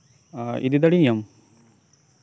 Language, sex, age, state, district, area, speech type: Santali, male, 18-30, West Bengal, Birbhum, rural, spontaneous